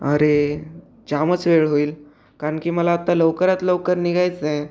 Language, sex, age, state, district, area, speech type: Marathi, male, 18-30, Maharashtra, Raigad, rural, spontaneous